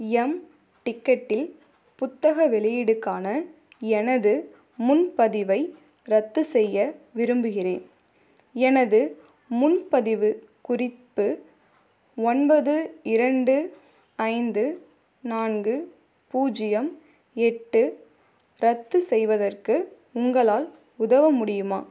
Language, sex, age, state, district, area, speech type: Tamil, female, 18-30, Tamil Nadu, Ariyalur, rural, read